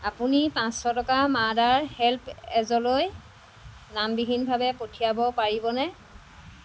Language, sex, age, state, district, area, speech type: Assamese, female, 30-45, Assam, Jorhat, urban, read